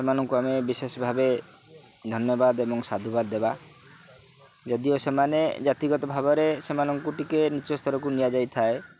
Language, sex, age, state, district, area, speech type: Odia, male, 30-45, Odisha, Kendrapara, urban, spontaneous